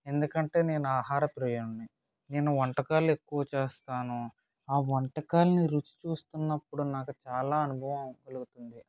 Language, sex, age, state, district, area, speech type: Telugu, male, 18-30, Andhra Pradesh, Eluru, rural, spontaneous